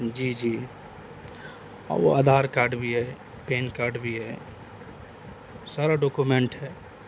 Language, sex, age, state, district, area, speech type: Urdu, male, 18-30, Bihar, Madhubani, rural, spontaneous